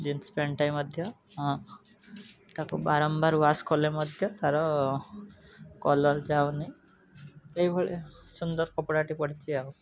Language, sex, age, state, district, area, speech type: Odia, male, 18-30, Odisha, Rayagada, rural, spontaneous